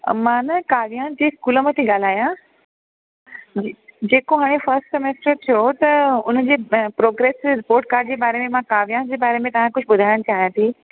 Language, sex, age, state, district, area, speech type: Sindhi, female, 30-45, Delhi, South Delhi, urban, conversation